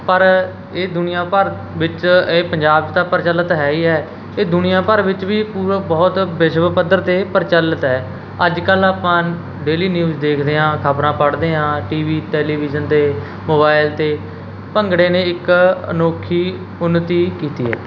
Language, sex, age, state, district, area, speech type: Punjabi, male, 18-30, Punjab, Mansa, urban, spontaneous